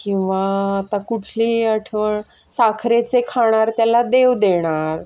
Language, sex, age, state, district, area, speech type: Marathi, female, 45-60, Maharashtra, Pune, urban, spontaneous